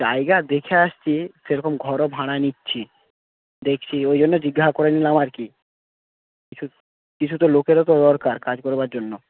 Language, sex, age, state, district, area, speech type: Bengali, male, 18-30, West Bengal, South 24 Parganas, rural, conversation